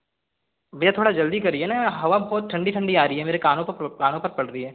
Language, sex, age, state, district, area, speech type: Hindi, male, 18-30, Madhya Pradesh, Balaghat, rural, conversation